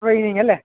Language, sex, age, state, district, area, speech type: Malayalam, male, 30-45, Kerala, Alappuzha, rural, conversation